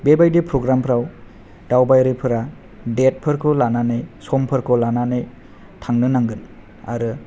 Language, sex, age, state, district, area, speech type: Bodo, male, 18-30, Assam, Chirang, urban, spontaneous